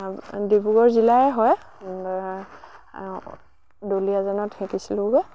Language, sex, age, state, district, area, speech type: Assamese, female, 60+, Assam, Dibrugarh, rural, spontaneous